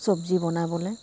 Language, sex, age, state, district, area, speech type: Assamese, female, 30-45, Assam, Charaideo, urban, spontaneous